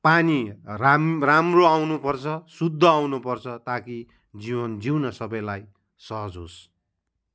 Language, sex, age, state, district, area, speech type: Nepali, male, 45-60, West Bengal, Kalimpong, rural, spontaneous